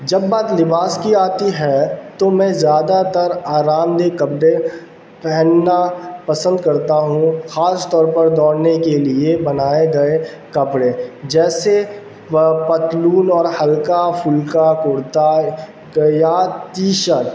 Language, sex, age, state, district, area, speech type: Urdu, male, 18-30, Bihar, Darbhanga, urban, spontaneous